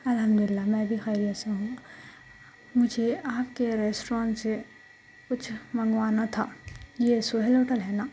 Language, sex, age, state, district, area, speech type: Urdu, female, 18-30, Telangana, Hyderabad, urban, spontaneous